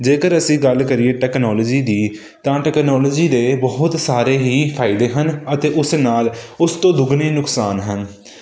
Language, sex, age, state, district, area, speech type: Punjabi, male, 18-30, Punjab, Hoshiarpur, urban, spontaneous